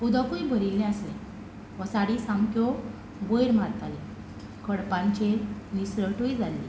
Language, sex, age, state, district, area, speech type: Goan Konkani, female, 18-30, Goa, Tiswadi, rural, spontaneous